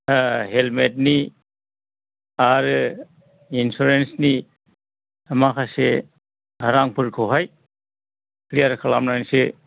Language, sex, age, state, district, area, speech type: Bodo, male, 60+, Assam, Kokrajhar, rural, conversation